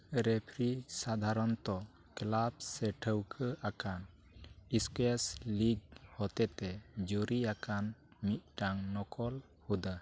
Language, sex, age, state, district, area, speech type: Santali, male, 30-45, Jharkhand, East Singhbhum, rural, read